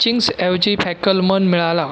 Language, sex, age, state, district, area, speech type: Marathi, male, 30-45, Maharashtra, Aurangabad, rural, read